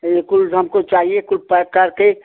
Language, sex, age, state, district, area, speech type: Hindi, female, 60+, Uttar Pradesh, Ghazipur, rural, conversation